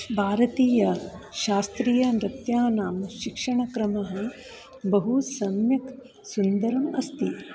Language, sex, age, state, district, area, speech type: Sanskrit, female, 45-60, Karnataka, Shimoga, rural, spontaneous